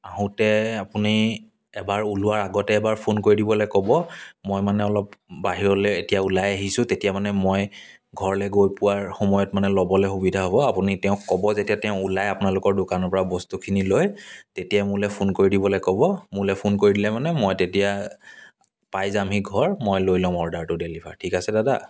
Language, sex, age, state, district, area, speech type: Assamese, male, 30-45, Assam, Dibrugarh, rural, spontaneous